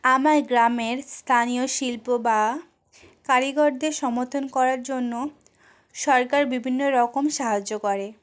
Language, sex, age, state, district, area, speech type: Bengali, female, 45-60, West Bengal, South 24 Parganas, rural, spontaneous